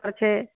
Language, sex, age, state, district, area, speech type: Maithili, female, 45-60, Bihar, Madhepura, rural, conversation